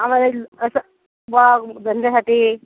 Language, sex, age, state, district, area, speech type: Marathi, female, 45-60, Maharashtra, Akola, rural, conversation